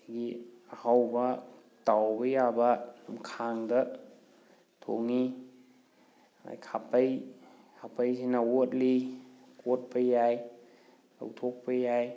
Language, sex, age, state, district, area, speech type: Manipuri, male, 30-45, Manipur, Thoubal, rural, spontaneous